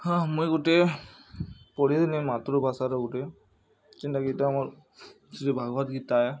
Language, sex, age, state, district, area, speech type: Odia, male, 18-30, Odisha, Bargarh, urban, spontaneous